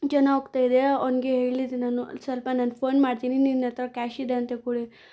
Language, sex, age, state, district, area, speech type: Kannada, female, 18-30, Karnataka, Bangalore Rural, urban, spontaneous